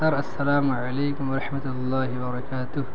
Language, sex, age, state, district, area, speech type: Urdu, male, 18-30, Bihar, Gaya, urban, spontaneous